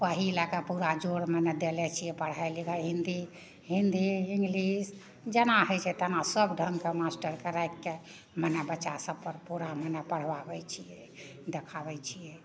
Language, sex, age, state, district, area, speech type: Maithili, female, 60+, Bihar, Madhepura, rural, spontaneous